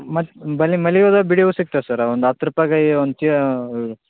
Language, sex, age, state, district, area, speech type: Kannada, male, 18-30, Karnataka, Koppal, rural, conversation